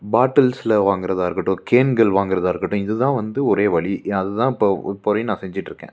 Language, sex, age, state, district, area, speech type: Tamil, male, 30-45, Tamil Nadu, Coimbatore, urban, spontaneous